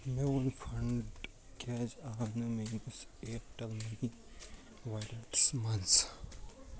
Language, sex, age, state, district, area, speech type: Kashmiri, male, 45-60, Jammu and Kashmir, Ganderbal, rural, read